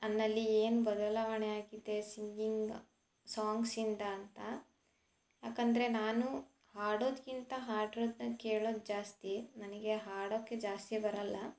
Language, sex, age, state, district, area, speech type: Kannada, female, 18-30, Karnataka, Chitradurga, rural, spontaneous